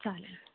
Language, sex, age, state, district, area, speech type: Marathi, female, 18-30, Maharashtra, Raigad, rural, conversation